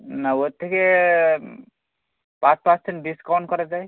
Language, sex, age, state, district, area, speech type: Bengali, male, 30-45, West Bengal, Birbhum, urban, conversation